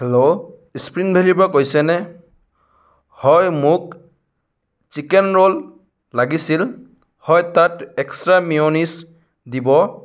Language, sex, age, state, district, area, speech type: Assamese, male, 30-45, Assam, Sonitpur, rural, spontaneous